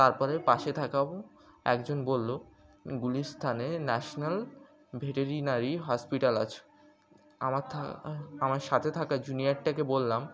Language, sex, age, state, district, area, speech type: Bengali, male, 18-30, West Bengal, Birbhum, urban, spontaneous